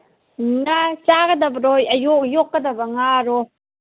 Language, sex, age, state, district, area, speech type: Manipuri, female, 18-30, Manipur, Kangpokpi, urban, conversation